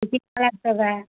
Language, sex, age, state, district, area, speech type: Kannada, female, 45-60, Karnataka, Gulbarga, urban, conversation